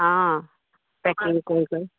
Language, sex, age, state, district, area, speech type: Assamese, female, 30-45, Assam, Charaideo, rural, conversation